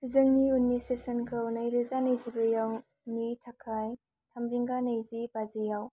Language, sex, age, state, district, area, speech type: Bodo, female, 18-30, Assam, Kokrajhar, rural, read